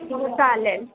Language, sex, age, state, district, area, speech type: Marathi, female, 18-30, Maharashtra, Kolhapur, urban, conversation